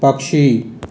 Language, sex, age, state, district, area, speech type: Hindi, male, 18-30, Rajasthan, Jaipur, urban, read